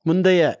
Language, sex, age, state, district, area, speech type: Tamil, male, 45-60, Tamil Nadu, Nilgiris, urban, read